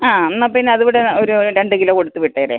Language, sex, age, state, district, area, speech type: Malayalam, female, 60+, Kerala, Alappuzha, rural, conversation